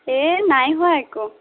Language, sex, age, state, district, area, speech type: Assamese, female, 18-30, Assam, Sonitpur, rural, conversation